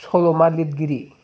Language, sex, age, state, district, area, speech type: Bodo, male, 30-45, Assam, Chirang, urban, spontaneous